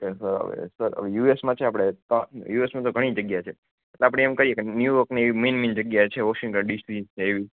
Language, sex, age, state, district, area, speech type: Gujarati, male, 18-30, Gujarat, Junagadh, urban, conversation